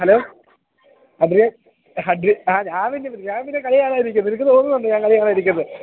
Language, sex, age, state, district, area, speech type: Malayalam, male, 18-30, Kerala, Idukki, rural, conversation